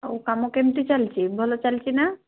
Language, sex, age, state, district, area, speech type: Odia, female, 18-30, Odisha, Mayurbhanj, rural, conversation